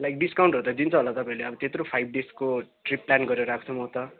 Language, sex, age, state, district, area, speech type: Nepali, male, 18-30, West Bengal, Darjeeling, rural, conversation